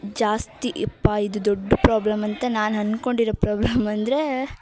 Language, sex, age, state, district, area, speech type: Kannada, female, 18-30, Karnataka, Dharwad, urban, spontaneous